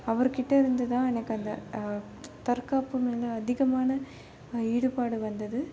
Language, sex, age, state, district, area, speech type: Tamil, female, 18-30, Tamil Nadu, Chennai, urban, spontaneous